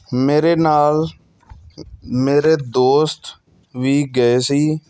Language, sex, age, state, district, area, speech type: Punjabi, male, 30-45, Punjab, Hoshiarpur, urban, spontaneous